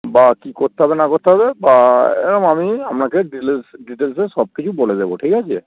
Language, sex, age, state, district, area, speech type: Bengali, male, 30-45, West Bengal, Darjeeling, rural, conversation